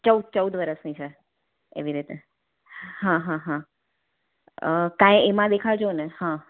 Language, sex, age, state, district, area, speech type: Gujarati, female, 30-45, Gujarat, Valsad, rural, conversation